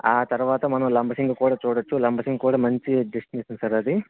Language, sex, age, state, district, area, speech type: Telugu, male, 18-30, Andhra Pradesh, Vizianagaram, urban, conversation